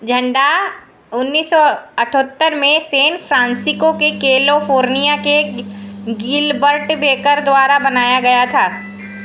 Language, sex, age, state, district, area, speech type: Hindi, female, 60+, Madhya Pradesh, Harda, urban, read